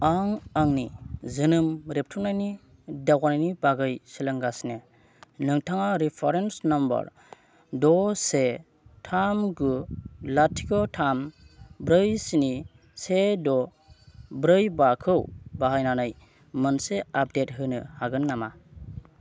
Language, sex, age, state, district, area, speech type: Bodo, male, 30-45, Assam, Kokrajhar, rural, read